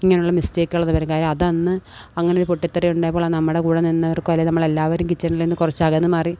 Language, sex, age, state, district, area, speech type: Malayalam, female, 18-30, Kerala, Kollam, urban, spontaneous